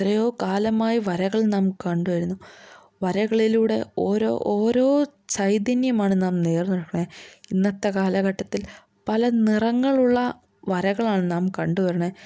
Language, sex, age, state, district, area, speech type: Malayalam, female, 18-30, Kerala, Idukki, rural, spontaneous